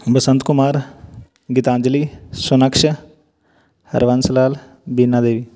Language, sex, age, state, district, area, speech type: Punjabi, male, 30-45, Punjab, Shaheed Bhagat Singh Nagar, rural, spontaneous